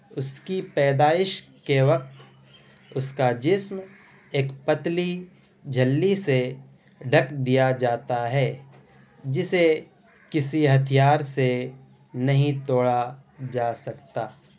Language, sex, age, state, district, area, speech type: Urdu, male, 18-30, Bihar, Purnia, rural, read